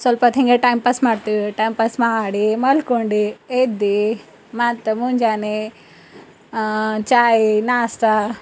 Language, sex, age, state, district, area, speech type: Kannada, female, 30-45, Karnataka, Bidar, rural, spontaneous